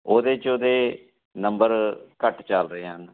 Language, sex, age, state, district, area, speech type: Punjabi, male, 45-60, Punjab, Fatehgarh Sahib, urban, conversation